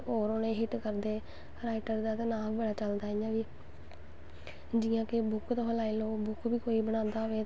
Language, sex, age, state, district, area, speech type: Dogri, female, 18-30, Jammu and Kashmir, Samba, rural, spontaneous